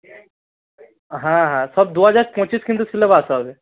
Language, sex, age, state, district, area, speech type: Bengali, male, 18-30, West Bengal, Darjeeling, rural, conversation